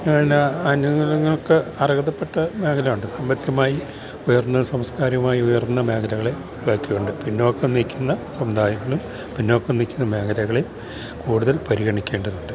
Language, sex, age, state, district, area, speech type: Malayalam, male, 60+, Kerala, Idukki, rural, spontaneous